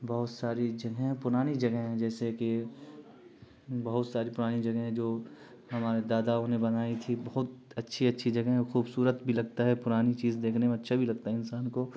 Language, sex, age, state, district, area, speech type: Urdu, male, 30-45, Bihar, Khagaria, rural, spontaneous